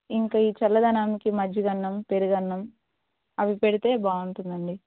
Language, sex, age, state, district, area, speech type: Telugu, female, 30-45, Andhra Pradesh, Eluru, urban, conversation